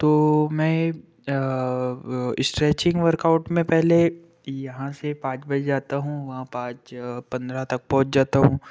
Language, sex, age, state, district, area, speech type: Hindi, male, 30-45, Madhya Pradesh, Betul, urban, spontaneous